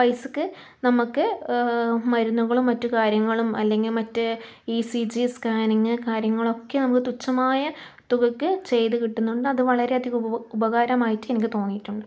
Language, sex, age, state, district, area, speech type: Malayalam, female, 18-30, Kerala, Kannur, rural, spontaneous